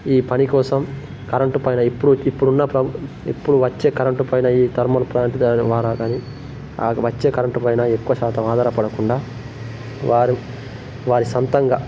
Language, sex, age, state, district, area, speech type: Telugu, male, 18-30, Telangana, Nirmal, rural, spontaneous